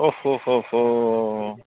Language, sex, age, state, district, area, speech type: Assamese, male, 30-45, Assam, Lakhimpur, rural, conversation